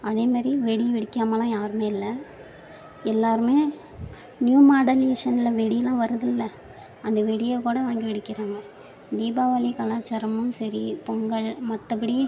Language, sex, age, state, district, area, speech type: Tamil, female, 18-30, Tamil Nadu, Thanjavur, rural, spontaneous